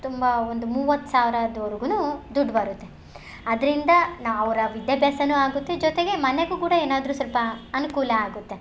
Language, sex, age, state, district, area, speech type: Kannada, female, 18-30, Karnataka, Chitradurga, rural, spontaneous